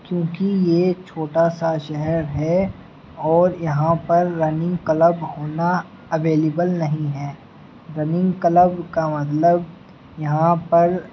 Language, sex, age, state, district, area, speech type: Urdu, male, 18-30, Uttar Pradesh, Muzaffarnagar, rural, spontaneous